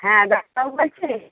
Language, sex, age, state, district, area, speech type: Bengali, female, 30-45, West Bengal, North 24 Parganas, urban, conversation